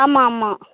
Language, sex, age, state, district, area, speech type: Tamil, female, 18-30, Tamil Nadu, Thoothukudi, rural, conversation